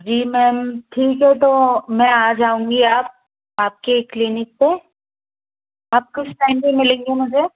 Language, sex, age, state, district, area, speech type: Hindi, female, 30-45, Madhya Pradesh, Bhopal, urban, conversation